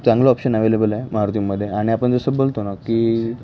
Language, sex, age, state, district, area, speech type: Marathi, male, 18-30, Maharashtra, Pune, urban, spontaneous